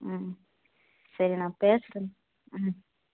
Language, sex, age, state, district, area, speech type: Tamil, female, 18-30, Tamil Nadu, Dharmapuri, rural, conversation